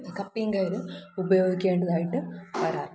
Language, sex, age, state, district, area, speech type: Malayalam, female, 18-30, Kerala, Thiruvananthapuram, rural, spontaneous